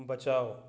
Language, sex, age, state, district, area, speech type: Hindi, male, 30-45, Madhya Pradesh, Katni, urban, read